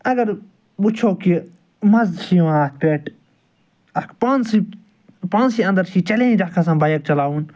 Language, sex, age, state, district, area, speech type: Kashmiri, male, 60+, Jammu and Kashmir, Srinagar, urban, spontaneous